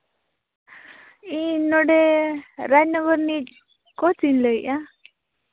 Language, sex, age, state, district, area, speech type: Santali, female, 18-30, Jharkhand, Seraikela Kharsawan, rural, conversation